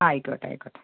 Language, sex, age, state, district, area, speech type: Malayalam, female, 30-45, Kerala, Kozhikode, urban, conversation